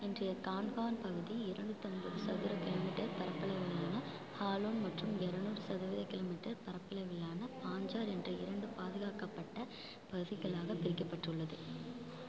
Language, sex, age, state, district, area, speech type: Tamil, female, 18-30, Tamil Nadu, Mayiladuthurai, rural, read